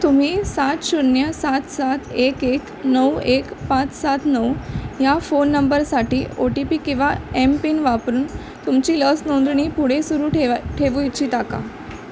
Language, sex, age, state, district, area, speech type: Marathi, female, 18-30, Maharashtra, Mumbai Suburban, urban, read